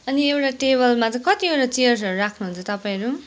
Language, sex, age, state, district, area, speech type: Nepali, female, 18-30, West Bengal, Kalimpong, rural, spontaneous